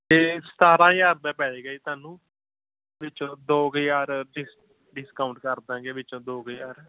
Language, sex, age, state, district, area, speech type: Punjabi, male, 18-30, Punjab, Patiala, rural, conversation